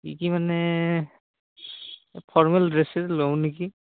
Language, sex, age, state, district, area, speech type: Assamese, male, 18-30, Assam, Barpeta, rural, conversation